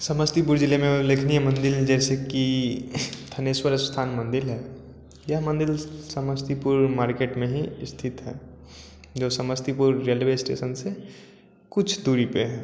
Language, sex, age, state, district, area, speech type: Hindi, male, 18-30, Bihar, Samastipur, rural, spontaneous